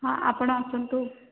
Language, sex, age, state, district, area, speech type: Odia, female, 45-60, Odisha, Sambalpur, rural, conversation